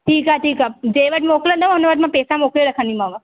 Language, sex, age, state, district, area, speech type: Sindhi, female, 18-30, Madhya Pradesh, Katni, urban, conversation